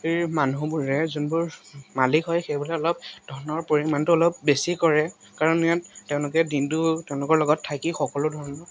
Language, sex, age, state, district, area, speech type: Assamese, male, 18-30, Assam, Majuli, urban, spontaneous